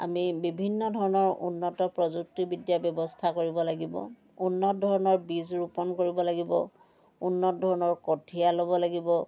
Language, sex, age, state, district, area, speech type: Assamese, female, 60+, Assam, Dhemaji, rural, spontaneous